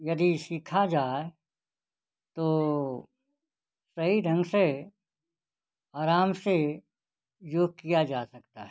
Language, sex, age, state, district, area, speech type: Hindi, male, 60+, Uttar Pradesh, Ghazipur, rural, spontaneous